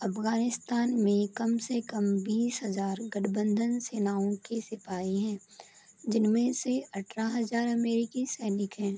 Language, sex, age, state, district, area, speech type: Hindi, other, 18-30, Madhya Pradesh, Balaghat, rural, read